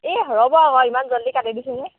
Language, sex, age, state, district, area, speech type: Assamese, female, 45-60, Assam, Sivasagar, rural, conversation